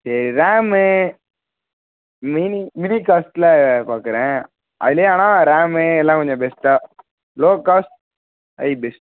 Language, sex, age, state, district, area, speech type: Tamil, male, 18-30, Tamil Nadu, Perambalur, urban, conversation